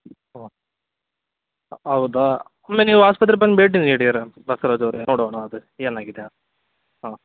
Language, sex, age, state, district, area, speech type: Kannada, male, 18-30, Karnataka, Davanagere, rural, conversation